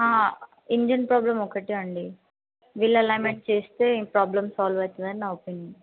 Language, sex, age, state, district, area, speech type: Telugu, female, 18-30, Telangana, Sangareddy, urban, conversation